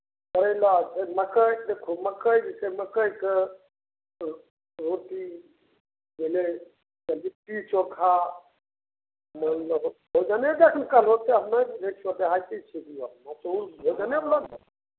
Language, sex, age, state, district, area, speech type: Maithili, male, 60+, Bihar, Begusarai, urban, conversation